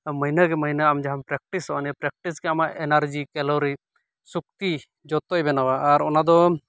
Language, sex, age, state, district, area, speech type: Santali, male, 30-45, West Bengal, Malda, rural, spontaneous